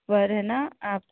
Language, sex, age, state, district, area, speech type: Hindi, female, 30-45, Madhya Pradesh, Ujjain, urban, conversation